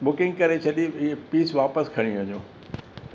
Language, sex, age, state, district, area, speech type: Sindhi, male, 60+, Rajasthan, Ajmer, urban, spontaneous